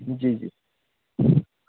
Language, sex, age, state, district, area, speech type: Hindi, male, 30-45, Bihar, Begusarai, rural, conversation